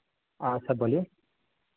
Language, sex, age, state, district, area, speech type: Hindi, male, 30-45, Madhya Pradesh, Hoshangabad, urban, conversation